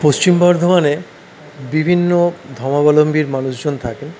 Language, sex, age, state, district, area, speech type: Bengali, male, 45-60, West Bengal, Paschim Bardhaman, urban, spontaneous